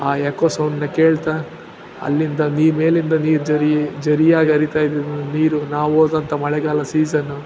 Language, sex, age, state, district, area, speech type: Kannada, male, 45-60, Karnataka, Ramanagara, urban, spontaneous